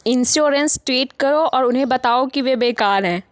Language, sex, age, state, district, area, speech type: Hindi, female, 18-30, Madhya Pradesh, Ujjain, urban, read